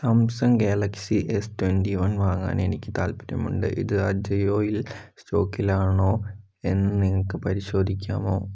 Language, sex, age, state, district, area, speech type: Malayalam, male, 18-30, Kerala, Wayanad, rural, read